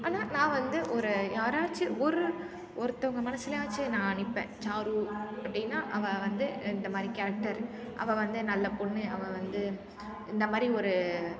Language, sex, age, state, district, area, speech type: Tamil, female, 18-30, Tamil Nadu, Thanjavur, rural, spontaneous